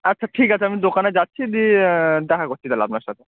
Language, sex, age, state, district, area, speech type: Bengali, male, 18-30, West Bengal, Murshidabad, urban, conversation